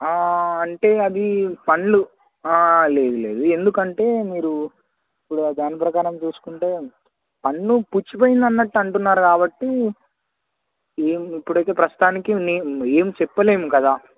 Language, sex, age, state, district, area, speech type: Telugu, male, 18-30, Telangana, Kamareddy, urban, conversation